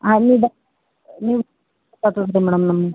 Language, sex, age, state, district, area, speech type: Kannada, female, 18-30, Karnataka, Gulbarga, urban, conversation